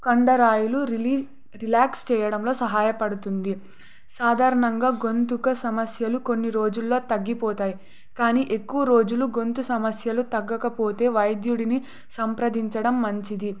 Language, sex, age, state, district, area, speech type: Telugu, female, 18-30, Andhra Pradesh, Sri Satya Sai, urban, spontaneous